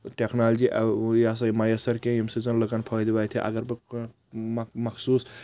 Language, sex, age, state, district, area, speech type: Kashmiri, male, 18-30, Jammu and Kashmir, Kulgam, urban, spontaneous